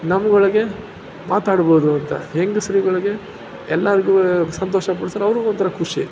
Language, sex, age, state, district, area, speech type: Kannada, male, 45-60, Karnataka, Ramanagara, urban, spontaneous